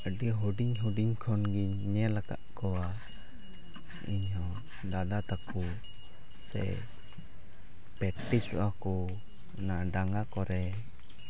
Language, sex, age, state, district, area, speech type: Santali, male, 18-30, Jharkhand, Pakur, rural, spontaneous